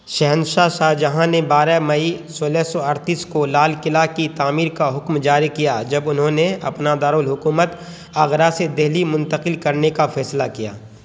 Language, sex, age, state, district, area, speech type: Urdu, male, 30-45, Bihar, Khagaria, rural, read